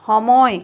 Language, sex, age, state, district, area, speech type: Assamese, female, 60+, Assam, Biswanath, rural, read